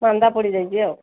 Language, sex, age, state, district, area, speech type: Odia, female, 60+, Odisha, Angul, rural, conversation